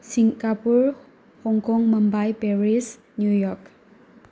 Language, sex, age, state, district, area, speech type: Manipuri, female, 30-45, Manipur, Tengnoupal, rural, spontaneous